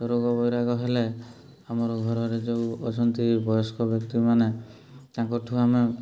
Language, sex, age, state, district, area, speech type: Odia, male, 30-45, Odisha, Mayurbhanj, rural, spontaneous